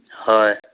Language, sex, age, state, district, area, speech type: Assamese, male, 60+, Assam, Majuli, rural, conversation